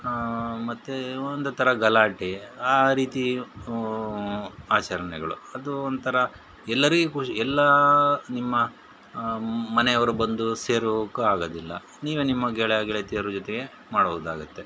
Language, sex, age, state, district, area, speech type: Kannada, male, 60+, Karnataka, Shimoga, rural, spontaneous